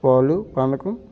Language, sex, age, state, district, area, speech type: Telugu, male, 45-60, Andhra Pradesh, Alluri Sitarama Raju, rural, spontaneous